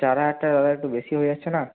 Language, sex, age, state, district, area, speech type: Bengali, male, 30-45, West Bengal, Bankura, urban, conversation